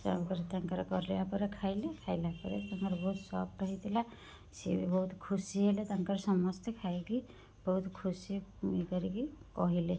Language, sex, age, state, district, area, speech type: Odia, female, 30-45, Odisha, Cuttack, urban, spontaneous